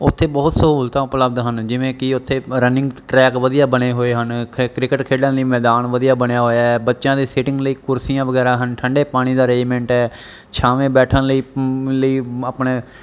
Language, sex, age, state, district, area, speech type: Punjabi, male, 30-45, Punjab, Bathinda, urban, spontaneous